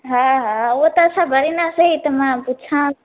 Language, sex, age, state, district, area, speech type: Sindhi, female, 18-30, Gujarat, Junagadh, urban, conversation